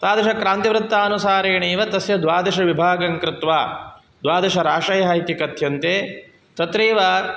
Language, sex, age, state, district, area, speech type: Sanskrit, male, 45-60, Karnataka, Udupi, urban, spontaneous